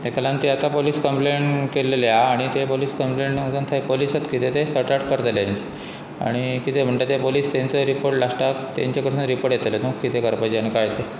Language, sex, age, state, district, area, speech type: Goan Konkani, male, 45-60, Goa, Pernem, rural, spontaneous